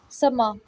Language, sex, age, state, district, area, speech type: Punjabi, female, 18-30, Punjab, Pathankot, rural, read